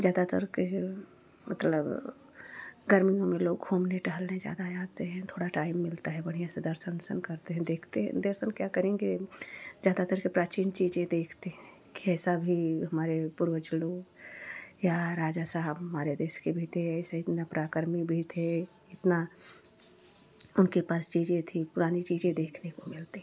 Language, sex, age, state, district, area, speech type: Hindi, female, 30-45, Uttar Pradesh, Prayagraj, rural, spontaneous